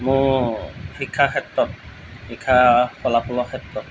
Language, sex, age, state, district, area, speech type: Assamese, male, 30-45, Assam, Morigaon, rural, spontaneous